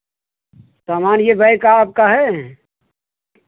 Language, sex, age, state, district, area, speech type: Hindi, male, 45-60, Uttar Pradesh, Lucknow, urban, conversation